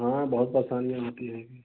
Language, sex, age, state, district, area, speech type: Hindi, male, 30-45, Uttar Pradesh, Prayagraj, rural, conversation